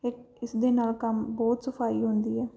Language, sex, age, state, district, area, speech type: Punjabi, female, 18-30, Punjab, Patiala, rural, spontaneous